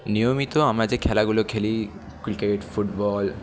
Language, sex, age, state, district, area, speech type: Bengali, male, 18-30, West Bengal, Kolkata, urban, spontaneous